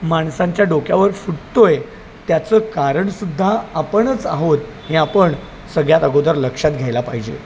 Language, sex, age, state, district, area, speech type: Marathi, male, 30-45, Maharashtra, Palghar, rural, spontaneous